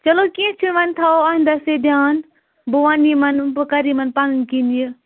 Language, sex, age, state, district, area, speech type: Kashmiri, female, 18-30, Jammu and Kashmir, Budgam, rural, conversation